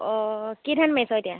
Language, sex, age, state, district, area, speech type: Assamese, female, 30-45, Assam, Dhemaji, rural, conversation